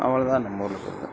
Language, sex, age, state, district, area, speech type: Tamil, male, 60+, Tamil Nadu, Dharmapuri, rural, spontaneous